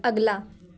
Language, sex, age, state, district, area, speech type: Punjabi, female, 18-30, Punjab, Patiala, urban, read